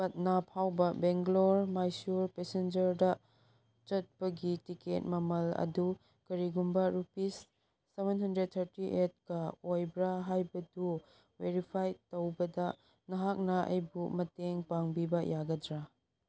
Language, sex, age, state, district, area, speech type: Manipuri, female, 30-45, Manipur, Chandel, rural, read